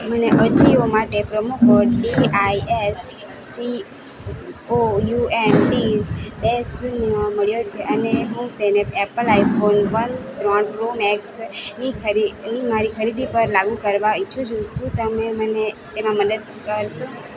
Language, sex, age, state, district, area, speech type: Gujarati, female, 18-30, Gujarat, Valsad, rural, read